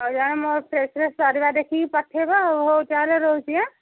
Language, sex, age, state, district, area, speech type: Odia, female, 30-45, Odisha, Kendujhar, urban, conversation